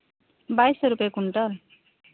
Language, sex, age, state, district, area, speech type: Hindi, female, 30-45, Uttar Pradesh, Varanasi, rural, conversation